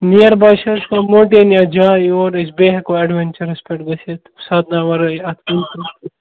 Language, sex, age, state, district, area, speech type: Kashmiri, male, 18-30, Jammu and Kashmir, Kupwara, rural, conversation